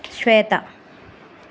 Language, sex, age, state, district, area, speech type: Sanskrit, female, 30-45, Andhra Pradesh, Visakhapatnam, urban, spontaneous